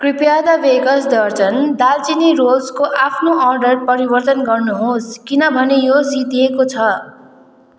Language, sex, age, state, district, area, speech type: Nepali, female, 18-30, West Bengal, Kalimpong, rural, read